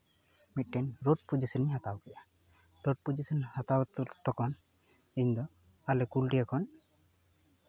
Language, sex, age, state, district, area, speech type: Santali, male, 18-30, West Bengal, Purba Bardhaman, rural, spontaneous